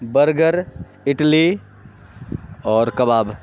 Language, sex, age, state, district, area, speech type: Urdu, male, 30-45, Bihar, Khagaria, rural, spontaneous